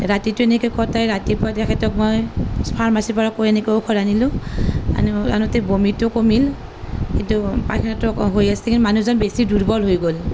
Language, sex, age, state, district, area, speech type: Assamese, female, 30-45, Assam, Nalbari, rural, spontaneous